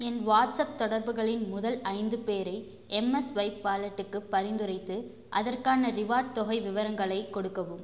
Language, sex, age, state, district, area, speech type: Tamil, female, 18-30, Tamil Nadu, Tiruchirappalli, rural, read